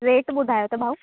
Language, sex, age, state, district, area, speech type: Sindhi, female, 18-30, Madhya Pradesh, Katni, rural, conversation